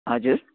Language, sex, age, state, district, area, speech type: Nepali, female, 60+, West Bengal, Kalimpong, rural, conversation